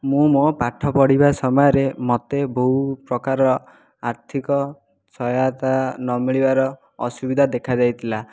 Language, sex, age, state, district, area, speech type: Odia, male, 18-30, Odisha, Jajpur, rural, spontaneous